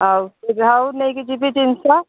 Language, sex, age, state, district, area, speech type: Odia, female, 45-60, Odisha, Sundergarh, rural, conversation